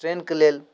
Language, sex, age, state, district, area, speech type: Maithili, male, 18-30, Bihar, Darbhanga, urban, spontaneous